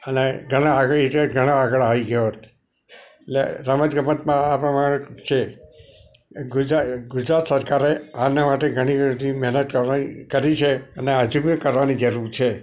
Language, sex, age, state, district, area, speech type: Gujarati, male, 60+, Gujarat, Narmada, urban, spontaneous